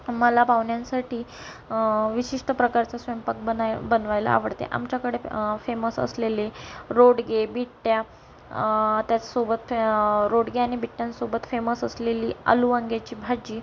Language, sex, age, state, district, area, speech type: Marathi, female, 18-30, Maharashtra, Amravati, rural, spontaneous